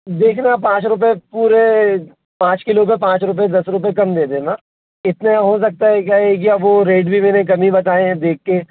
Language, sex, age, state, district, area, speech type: Hindi, male, 18-30, Madhya Pradesh, Jabalpur, urban, conversation